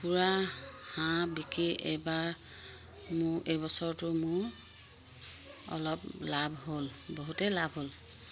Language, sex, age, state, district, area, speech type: Assamese, female, 45-60, Assam, Sivasagar, rural, spontaneous